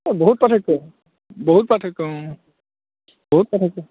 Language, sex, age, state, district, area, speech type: Assamese, male, 18-30, Assam, Charaideo, rural, conversation